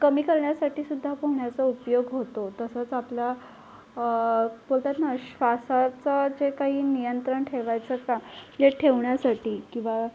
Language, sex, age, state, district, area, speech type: Marathi, female, 18-30, Maharashtra, Solapur, urban, spontaneous